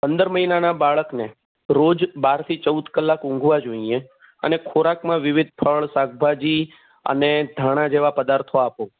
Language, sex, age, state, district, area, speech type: Gujarati, male, 30-45, Gujarat, Kheda, urban, conversation